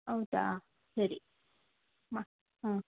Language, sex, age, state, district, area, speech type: Kannada, female, 18-30, Karnataka, Mandya, rural, conversation